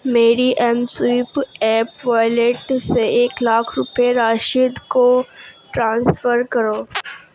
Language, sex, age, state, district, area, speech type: Urdu, female, 18-30, Uttar Pradesh, Ghaziabad, urban, read